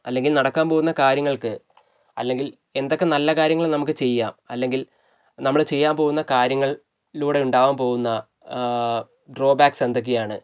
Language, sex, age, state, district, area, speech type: Malayalam, male, 45-60, Kerala, Wayanad, rural, spontaneous